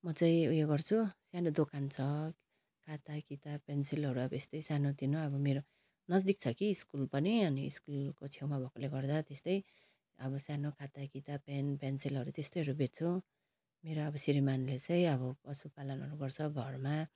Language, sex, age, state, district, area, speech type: Nepali, female, 45-60, West Bengal, Darjeeling, rural, spontaneous